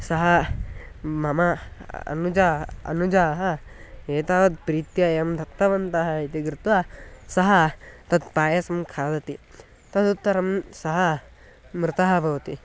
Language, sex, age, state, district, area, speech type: Sanskrit, male, 18-30, Karnataka, Tumkur, urban, spontaneous